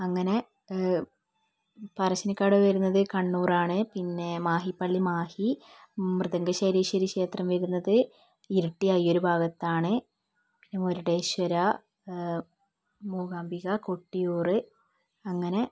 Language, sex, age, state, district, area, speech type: Malayalam, female, 18-30, Kerala, Kannur, rural, spontaneous